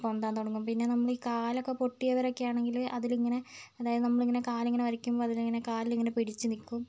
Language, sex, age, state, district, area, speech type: Malayalam, female, 18-30, Kerala, Wayanad, rural, spontaneous